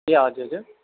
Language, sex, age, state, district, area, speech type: Nepali, male, 30-45, West Bengal, Jalpaiguri, urban, conversation